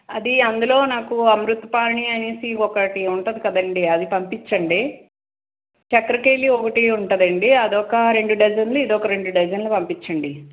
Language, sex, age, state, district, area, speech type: Telugu, male, 18-30, Andhra Pradesh, Guntur, urban, conversation